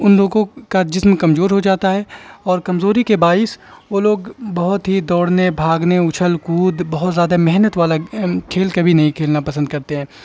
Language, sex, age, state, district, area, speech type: Urdu, male, 30-45, Uttar Pradesh, Azamgarh, rural, spontaneous